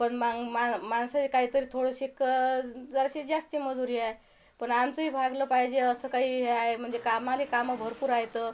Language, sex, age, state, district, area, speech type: Marathi, female, 45-60, Maharashtra, Washim, rural, spontaneous